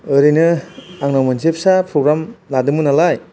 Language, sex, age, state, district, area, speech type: Bodo, male, 18-30, Assam, Chirang, rural, spontaneous